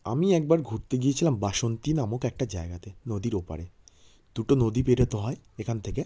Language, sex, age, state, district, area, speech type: Bengali, male, 30-45, West Bengal, South 24 Parganas, rural, spontaneous